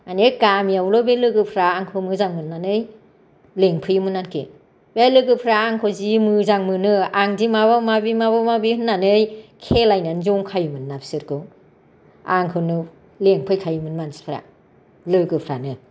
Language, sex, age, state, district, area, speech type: Bodo, female, 60+, Assam, Kokrajhar, rural, spontaneous